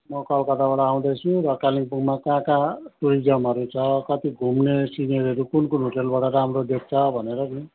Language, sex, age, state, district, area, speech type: Nepali, male, 60+, West Bengal, Kalimpong, rural, conversation